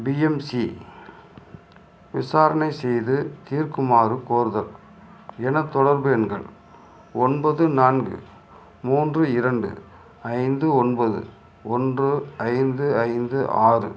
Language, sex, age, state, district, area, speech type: Tamil, male, 45-60, Tamil Nadu, Madurai, rural, read